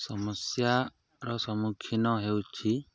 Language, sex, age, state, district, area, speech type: Odia, male, 18-30, Odisha, Nuapada, urban, spontaneous